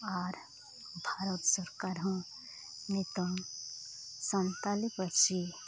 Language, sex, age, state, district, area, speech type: Santali, female, 30-45, Jharkhand, Seraikela Kharsawan, rural, spontaneous